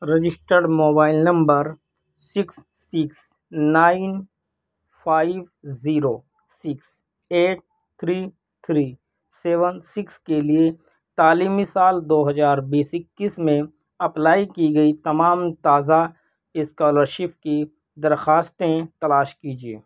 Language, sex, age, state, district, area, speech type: Urdu, male, 18-30, Delhi, Central Delhi, urban, read